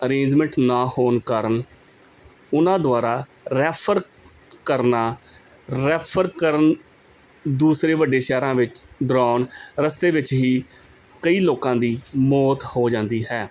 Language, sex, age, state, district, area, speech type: Punjabi, male, 30-45, Punjab, Gurdaspur, urban, spontaneous